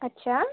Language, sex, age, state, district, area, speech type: Marathi, female, 18-30, Maharashtra, Wardha, urban, conversation